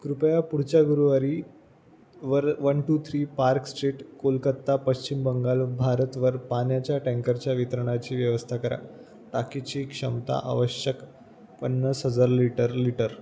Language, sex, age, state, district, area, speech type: Marathi, male, 18-30, Maharashtra, Jalna, rural, read